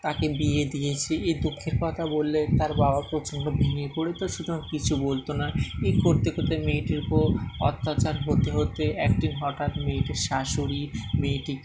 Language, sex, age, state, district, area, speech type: Bengali, male, 18-30, West Bengal, Dakshin Dinajpur, urban, spontaneous